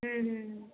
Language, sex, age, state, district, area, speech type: Bengali, female, 18-30, West Bengal, Purba Medinipur, rural, conversation